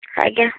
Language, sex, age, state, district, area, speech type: Odia, female, 30-45, Odisha, Bhadrak, rural, conversation